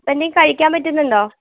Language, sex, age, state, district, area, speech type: Malayalam, female, 18-30, Kerala, Wayanad, rural, conversation